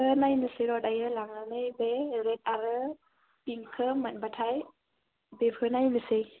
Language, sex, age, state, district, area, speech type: Bodo, female, 18-30, Assam, Udalguri, rural, conversation